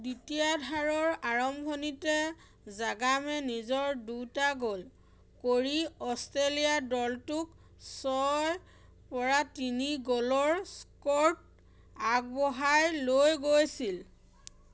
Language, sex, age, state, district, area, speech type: Assamese, female, 30-45, Assam, Majuli, urban, read